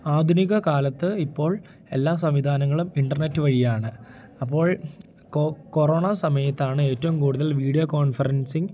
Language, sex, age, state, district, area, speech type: Malayalam, male, 18-30, Kerala, Idukki, rural, spontaneous